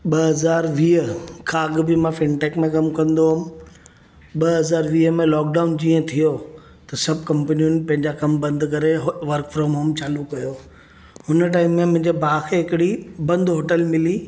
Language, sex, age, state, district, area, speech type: Sindhi, male, 30-45, Maharashtra, Mumbai Suburban, urban, spontaneous